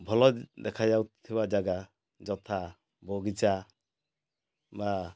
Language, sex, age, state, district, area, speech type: Odia, male, 60+, Odisha, Mayurbhanj, rural, spontaneous